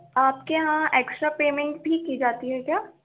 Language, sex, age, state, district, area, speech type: Urdu, female, 18-30, Delhi, East Delhi, urban, conversation